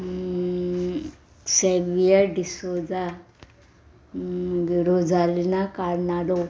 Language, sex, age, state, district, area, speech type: Goan Konkani, female, 45-60, Goa, Murmgao, urban, spontaneous